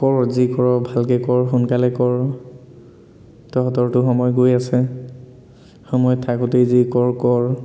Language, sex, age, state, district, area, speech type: Assamese, male, 18-30, Assam, Dhemaji, urban, spontaneous